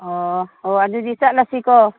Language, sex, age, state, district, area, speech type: Manipuri, female, 60+, Manipur, Tengnoupal, rural, conversation